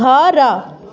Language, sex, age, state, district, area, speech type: Odia, female, 30-45, Odisha, Puri, urban, read